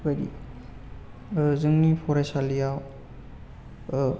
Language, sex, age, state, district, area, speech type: Bodo, male, 18-30, Assam, Chirang, rural, spontaneous